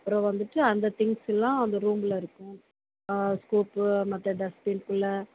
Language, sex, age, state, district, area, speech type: Tamil, female, 45-60, Tamil Nadu, Thoothukudi, urban, conversation